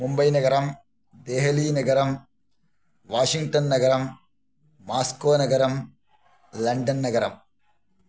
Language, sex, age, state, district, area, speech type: Sanskrit, male, 45-60, Karnataka, Shimoga, rural, spontaneous